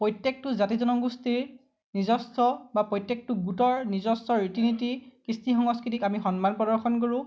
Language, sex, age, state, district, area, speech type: Assamese, male, 18-30, Assam, Lakhimpur, rural, spontaneous